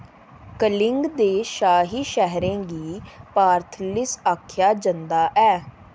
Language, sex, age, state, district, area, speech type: Dogri, female, 30-45, Jammu and Kashmir, Samba, urban, read